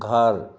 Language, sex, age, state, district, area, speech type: Hindi, male, 45-60, Bihar, Vaishali, rural, read